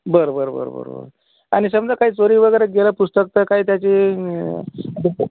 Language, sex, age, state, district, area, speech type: Marathi, male, 60+, Maharashtra, Akola, rural, conversation